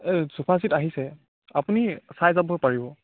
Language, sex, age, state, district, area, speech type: Assamese, male, 18-30, Assam, Charaideo, rural, conversation